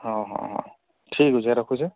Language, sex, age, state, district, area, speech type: Odia, male, 45-60, Odisha, Nuapada, urban, conversation